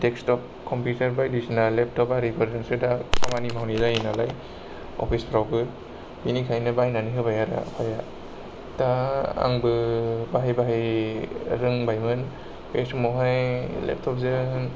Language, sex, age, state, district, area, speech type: Bodo, male, 30-45, Assam, Kokrajhar, rural, spontaneous